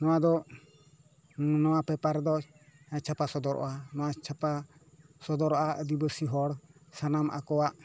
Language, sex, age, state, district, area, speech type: Santali, male, 45-60, West Bengal, Bankura, rural, spontaneous